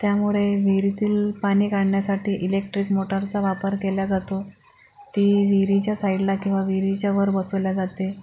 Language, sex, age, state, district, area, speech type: Marathi, female, 45-60, Maharashtra, Akola, urban, spontaneous